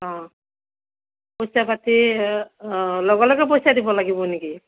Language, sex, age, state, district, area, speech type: Assamese, female, 45-60, Assam, Morigaon, rural, conversation